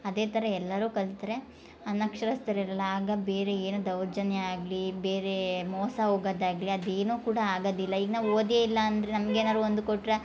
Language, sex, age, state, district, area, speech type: Kannada, female, 30-45, Karnataka, Hassan, rural, spontaneous